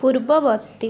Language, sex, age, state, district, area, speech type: Odia, female, 18-30, Odisha, Puri, urban, read